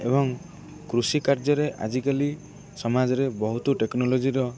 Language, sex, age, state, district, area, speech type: Odia, male, 18-30, Odisha, Kendrapara, urban, spontaneous